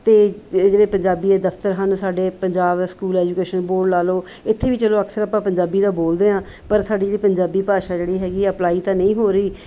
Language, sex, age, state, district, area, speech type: Punjabi, female, 30-45, Punjab, Mohali, urban, spontaneous